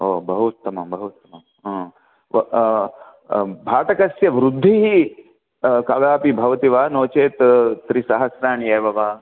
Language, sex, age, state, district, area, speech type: Sanskrit, male, 45-60, Andhra Pradesh, Krishna, urban, conversation